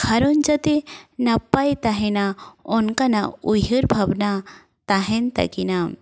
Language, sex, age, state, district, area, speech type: Santali, female, 18-30, West Bengal, Purba Bardhaman, rural, spontaneous